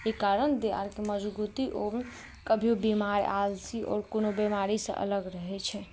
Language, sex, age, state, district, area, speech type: Maithili, female, 18-30, Bihar, Araria, rural, spontaneous